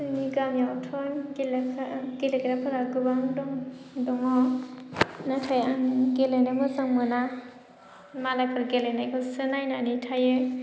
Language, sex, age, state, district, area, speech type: Bodo, female, 18-30, Assam, Baksa, rural, spontaneous